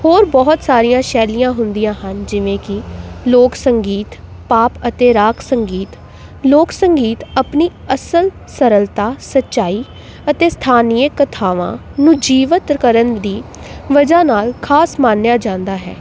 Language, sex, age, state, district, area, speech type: Punjabi, female, 18-30, Punjab, Jalandhar, urban, spontaneous